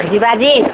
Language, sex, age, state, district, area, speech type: Odia, female, 45-60, Odisha, Angul, rural, conversation